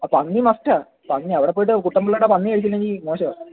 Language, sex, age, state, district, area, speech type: Malayalam, male, 18-30, Kerala, Kollam, rural, conversation